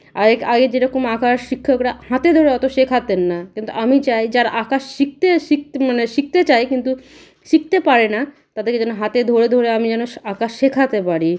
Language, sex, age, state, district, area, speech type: Bengali, female, 30-45, West Bengal, Malda, rural, spontaneous